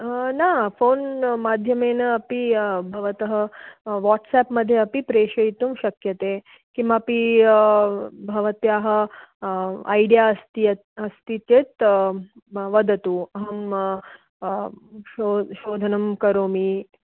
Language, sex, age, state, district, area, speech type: Sanskrit, female, 45-60, Karnataka, Belgaum, urban, conversation